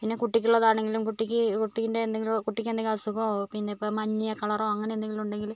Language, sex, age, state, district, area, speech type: Malayalam, female, 45-60, Kerala, Wayanad, rural, spontaneous